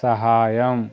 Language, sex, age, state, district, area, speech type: Telugu, male, 18-30, Telangana, Sangareddy, rural, read